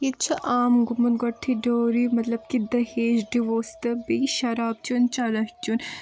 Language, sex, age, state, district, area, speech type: Kashmiri, female, 30-45, Jammu and Kashmir, Bandipora, urban, spontaneous